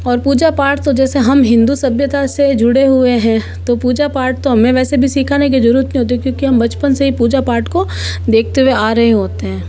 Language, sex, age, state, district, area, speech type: Hindi, female, 30-45, Rajasthan, Jodhpur, urban, spontaneous